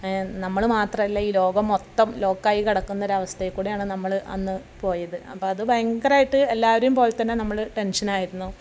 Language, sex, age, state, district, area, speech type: Malayalam, female, 45-60, Kerala, Malappuram, rural, spontaneous